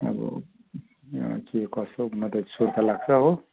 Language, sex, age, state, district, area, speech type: Nepali, male, 45-60, West Bengal, Kalimpong, rural, conversation